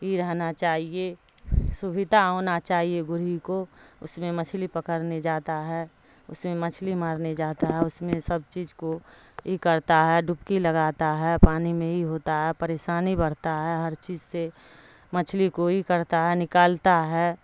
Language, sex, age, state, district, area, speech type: Urdu, female, 60+, Bihar, Darbhanga, rural, spontaneous